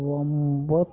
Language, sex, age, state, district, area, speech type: Kannada, male, 45-60, Karnataka, Bidar, urban, spontaneous